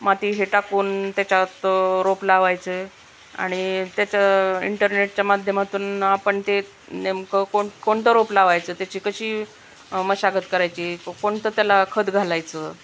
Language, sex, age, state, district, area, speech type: Marathi, female, 45-60, Maharashtra, Osmanabad, rural, spontaneous